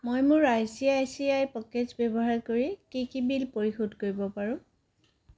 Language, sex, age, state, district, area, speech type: Assamese, female, 60+, Assam, Tinsukia, rural, read